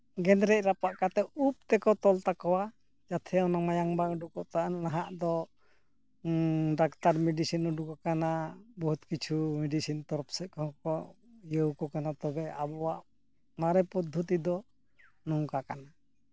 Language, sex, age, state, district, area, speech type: Santali, male, 60+, West Bengal, Purulia, rural, spontaneous